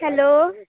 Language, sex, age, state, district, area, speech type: Maithili, female, 18-30, Bihar, Muzaffarpur, rural, conversation